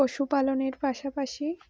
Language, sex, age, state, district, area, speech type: Bengali, female, 18-30, West Bengal, Uttar Dinajpur, urban, spontaneous